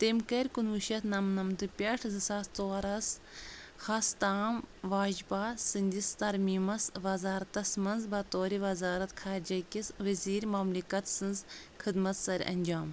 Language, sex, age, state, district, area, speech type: Kashmiri, female, 30-45, Jammu and Kashmir, Anantnag, rural, read